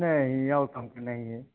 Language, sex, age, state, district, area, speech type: Hindi, male, 60+, Uttar Pradesh, Ayodhya, rural, conversation